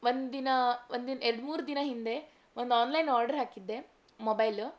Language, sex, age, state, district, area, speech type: Kannada, female, 18-30, Karnataka, Shimoga, rural, spontaneous